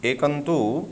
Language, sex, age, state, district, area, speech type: Sanskrit, male, 30-45, Karnataka, Shimoga, rural, spontaneous